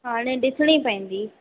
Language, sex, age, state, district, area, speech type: Sindhi, female, 45-60, Uttar Pradesh, Lucknow, rural, conversation